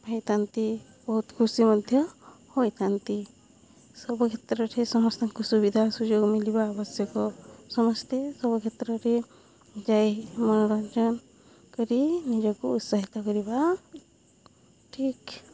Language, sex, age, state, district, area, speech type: Odia, female, 45-60, Odisha, Balangir, urban, spontaneous